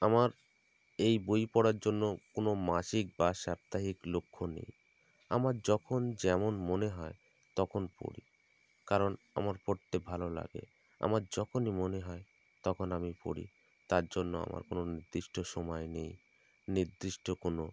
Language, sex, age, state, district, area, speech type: Bengali, male, 30-45, West Bengal, North 24 Parganas, rural, spontaneous